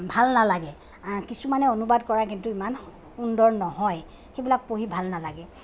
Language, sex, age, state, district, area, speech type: Assamese, female, 45-60, Assam, Kamrup Metropolitan, urban, spontaneous